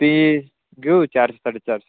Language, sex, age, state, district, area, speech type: Marathi, male, 18-30, Maharashtra, Beed, rural, conversation